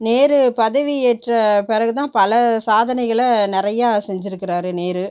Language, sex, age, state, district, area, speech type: Tamil, female, 30-45, Tamil Nadu, Tiruchirappalli, rural, spontaneous